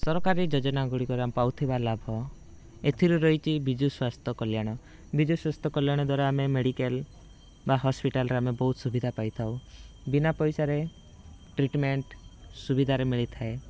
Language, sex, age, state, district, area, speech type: Odia, male, 18-30, Odisha, Rayagada, rural, spontaneous